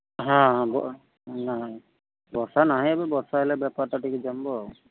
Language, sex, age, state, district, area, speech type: Odia, male, 45-60, Odisha, Sundergarh, rural, conversation